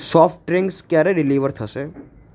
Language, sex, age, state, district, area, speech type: Gujarati, male, 18-30, Gujarat, Ahmedabad, urban, read